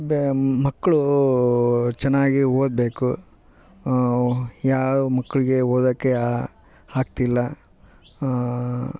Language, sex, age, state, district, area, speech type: Kannada, male, 30-45, Karnataka, Vijayanagara, rural, spontaneous